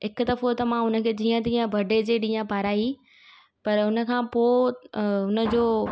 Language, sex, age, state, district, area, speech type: Sindhi, female, 30-45, Gujarat, Surat, urban, spontaneous